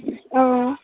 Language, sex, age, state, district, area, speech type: Assamese, female, 18-30, Assam, Charaideo, urban, conversation